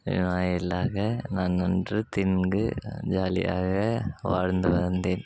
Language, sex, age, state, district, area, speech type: Tamil, male, 18-30, Tamil Nadu, Tiruvannamalai, rural, spontaneous